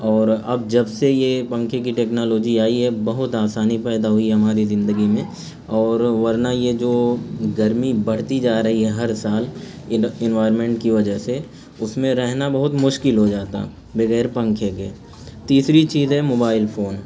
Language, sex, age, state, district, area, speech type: Urdu, male, 30-45, Uttar Pradesh, Azamgarh, rural, spontaneous